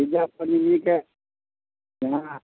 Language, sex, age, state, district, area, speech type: Maithili, male, 60+, Bihar, Samastipur, rural, conversation